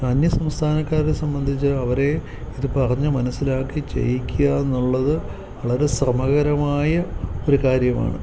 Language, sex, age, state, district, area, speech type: Malayalam, male, 45-60, Kerala, Kottayam, urban, spontaneous